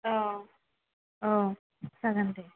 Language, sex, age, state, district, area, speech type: Bodo, female, 18-30, Assam, Kokrajhar, rural, conversation